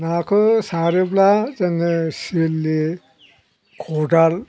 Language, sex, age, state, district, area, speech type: Bodo, male, 60+, Assam, Chirang, rural, spontaneous